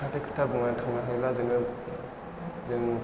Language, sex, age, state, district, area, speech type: Bodo, male, 30-45, Assam, Chirang, rural, spontaneous